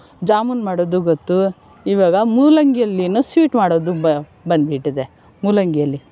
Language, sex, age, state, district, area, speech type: Kannada, female, 60+, Karnataka, Bangalore Rural, rural, spontaneous